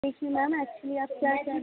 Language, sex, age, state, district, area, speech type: Hindi, female, 18-30, Madhya Pradesh, Chhindwara, urban, conversation